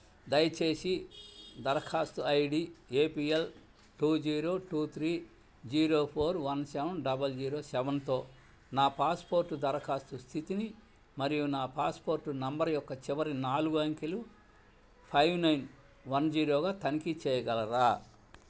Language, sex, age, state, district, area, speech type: Telugu, male, 60+, Andhra Pradesh, Bapatla, urban, read